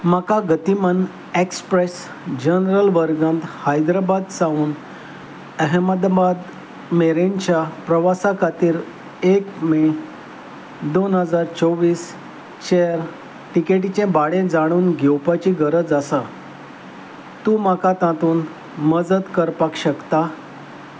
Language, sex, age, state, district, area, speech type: Goan Konkani, male, 45-60, Goa, Salcete, rural, read